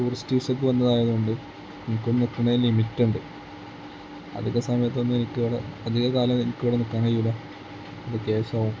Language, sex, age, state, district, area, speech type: Malayalam, male, 18-30, Kerala, Kozhikode, rural, spontaneous